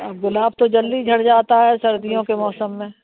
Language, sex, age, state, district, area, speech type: Hindi, female, 60+, Madhya Pradesh, Gwalior, rural, conversation